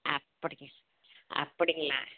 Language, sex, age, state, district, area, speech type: Tamil, female, 60+, Tamil Nadu, Madurai, rural, conversation